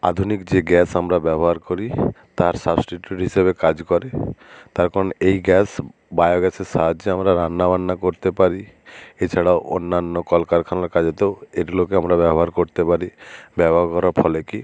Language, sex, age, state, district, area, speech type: Bengali, male, 60+, West Bengal, Nadia, rural, spontaneous